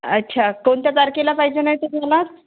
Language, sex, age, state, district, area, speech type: Marathi, female, 30-45, Maharashtra, Thane, urban, conversation